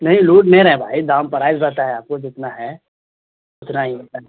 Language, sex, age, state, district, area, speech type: Urdu, male, 18-30, Bihar, Purnia, rural, conversation